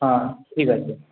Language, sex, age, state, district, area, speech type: Bengali, male, 45-60, West Bengal, Purba Bardhaman, urban, conversation